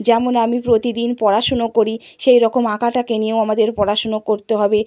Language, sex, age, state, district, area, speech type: Bengali, female, 60+, West Bengal, Purba Medinipur, rural, spontaneous